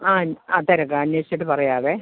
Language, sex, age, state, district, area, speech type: Malayalam, female, 45-60, Kerala, Kollam, rural, conversation